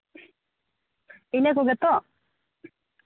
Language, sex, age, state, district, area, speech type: Santali, female, 18-30, West Bengal, Purulia, rural, conversation